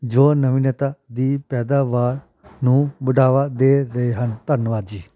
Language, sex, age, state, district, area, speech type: Punjabi, male, 30-45, Punjab, Amritsar, urban, spontaneous